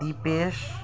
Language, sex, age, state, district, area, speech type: Nepali, male, 18-30, West Bengal, Kalimpong, rural, spontaneous